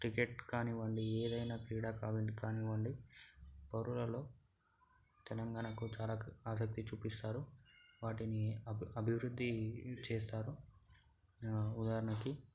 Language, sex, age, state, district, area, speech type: Telugu, male, 18-30, Telangana, Nalgonda, urban, spontaneous